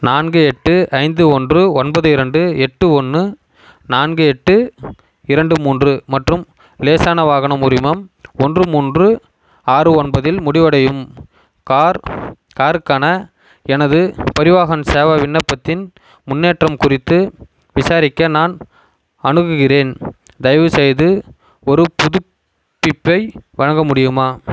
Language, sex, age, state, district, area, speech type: Tamil, male, 30-45, Tamil Nadu, Chengalpattu, rural, read